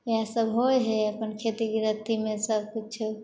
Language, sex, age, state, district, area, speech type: Maithili, female, 30-45, Bihar, Samastipur, urban, spontaneous